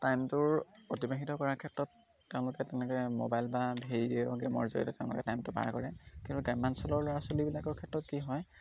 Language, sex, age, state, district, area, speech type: Assamese, male, 18-30, Assam, Dhemaji, urban, spontaneous